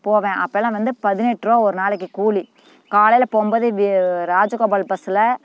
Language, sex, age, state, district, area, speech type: Tamil, female, 45-60, Tamil Nadu, Namakkal, rural, spontaneous